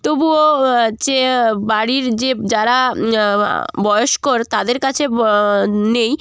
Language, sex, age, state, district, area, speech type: Bengali, female, 18-30, West Bengal, Jalpaiguri, rural, spontaneous